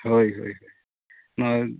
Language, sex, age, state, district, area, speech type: Santali, male, 45-60, Odisha, Mayurbhanj, rural, conversation